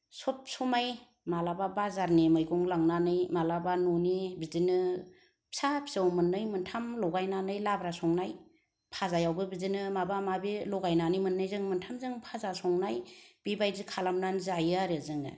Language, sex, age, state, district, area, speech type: Bodo, female, 30-45, Assam, Kokrajhar, rural, spontaneous